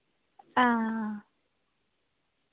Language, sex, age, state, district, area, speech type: Dogri, female, 18-30, Jammu and Kashmir, Reasi, rural, conversation